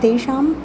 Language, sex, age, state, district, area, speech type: Sanskrit, female, 45-60, Tamil Nadu, Chennai, urban, spontaneous